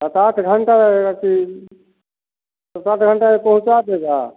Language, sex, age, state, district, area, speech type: Hindi, male, 45-60, Bihar, Samastipur, rural, conversation